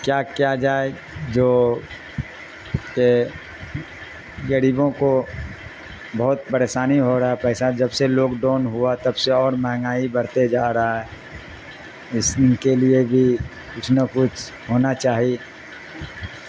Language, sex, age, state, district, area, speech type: Urdu, male, 60+, Bihar, Darbhanga, rural, spontaneous